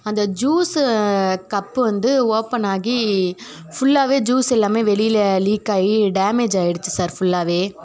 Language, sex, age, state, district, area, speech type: Tamil, female, 30-45, Tamil Nadu, Tiruvarur, urban, spontaneous